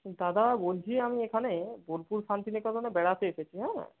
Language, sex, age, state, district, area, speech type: Bengali, male, 18-30, West Bengal, Bankura, urban, conversation